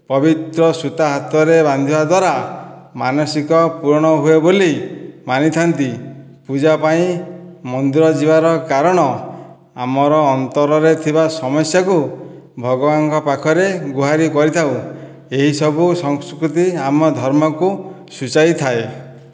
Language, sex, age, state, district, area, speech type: Odia, male, 60+, Odisha, Dhenkanal, rural, spontaneous